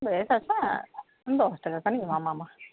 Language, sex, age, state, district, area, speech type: Santali, female, 60+, West Bengal, Bankura, rural, conversation